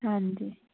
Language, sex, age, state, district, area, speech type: Punjabi, female, 18-30, Punjab, Fazilka, rural, conversation